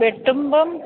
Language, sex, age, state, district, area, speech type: Malayalam, female, 60+, Kerala, Kottayam, urban, conversation